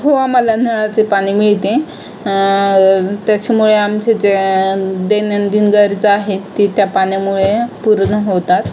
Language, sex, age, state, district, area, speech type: Marathi, female, 18-30, Maharashtra, Aurangabad, rural, spontaneous